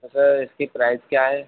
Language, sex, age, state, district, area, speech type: Hindi, male, 30-45, Madhya Pradesh, Harda, urban, conversation